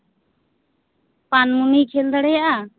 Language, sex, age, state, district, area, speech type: Santali, female, 30-45, West Bengal, Paschim Bardhaman, urban, conversation